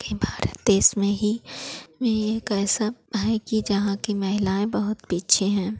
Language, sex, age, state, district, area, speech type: Hindi, female, 30-45, Uttar Pradesh, Pratapgarh, rural, spontaneous